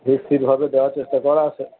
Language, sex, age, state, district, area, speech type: Bengali, male, 45-60, West Bengal, Purba Bardhaman, urban, conversation